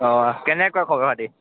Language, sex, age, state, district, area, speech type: Assamese, male, 18-30, Assam, Majuli, urban, conversation